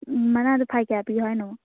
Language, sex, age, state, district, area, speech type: Manipuri, female, 18-30, Manipur, Churachandpur, rural, conversation